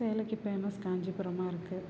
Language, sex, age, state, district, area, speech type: Tamil, female, 45-60, Tamil Nadu, Perambalur, urban, spontaneous